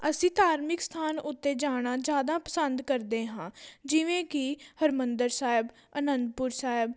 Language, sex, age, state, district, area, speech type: Punjabi, female, 18-30, Punjab, Patiala, rural, spontaneous